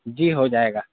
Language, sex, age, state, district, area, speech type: Urdu, male, 18-30, Bihar, Saharsa, rural, conversation